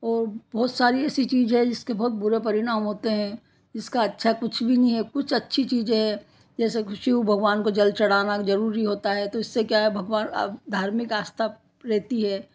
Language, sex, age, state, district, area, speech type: Hindi, female, 60+, Madhya Pradesh, Ujjain, urban, spontaneous